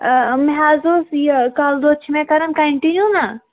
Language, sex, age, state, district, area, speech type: Kashmiri, female, 18-30, Jammu and Kashmir, Shopian, rural, conversation